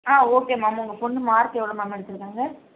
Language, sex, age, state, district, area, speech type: Tamil, female, 18-30, Tamil Nadu, Sivaganga, rural, conversation